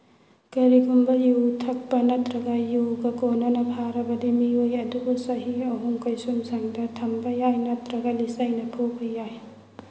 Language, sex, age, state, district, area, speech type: Manipuri, female, 45-60, Manipur, Churachandpur, rural, read